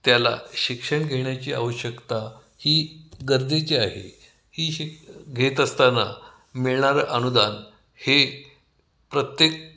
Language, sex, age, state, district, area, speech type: Marathi, male, 60+, Maharashtra, Kolhapur, urban, spontaneous